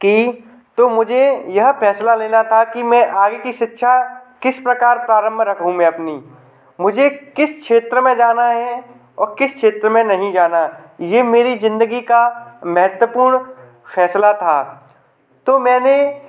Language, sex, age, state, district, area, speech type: Hindi, male, 18-30, Madhya Pradesh, Gwalior, urban, spontaneous